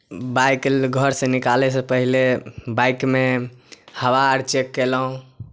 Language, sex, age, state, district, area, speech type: Maithili, male, 18-30, Bihar, Samastipur, rural, spontaneous